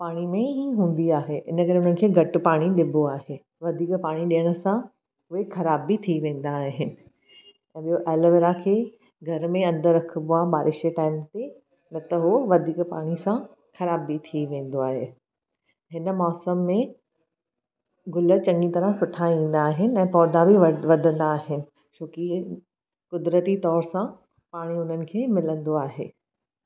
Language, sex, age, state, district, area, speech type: Sindhi, female, 30-45, Maharashtra, Thane, urban, spontaneous